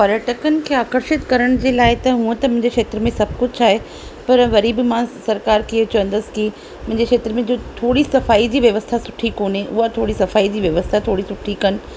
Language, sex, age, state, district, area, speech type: Sindhi, female, 45-60, Rajasthan, Ajmer, rural, spontaneous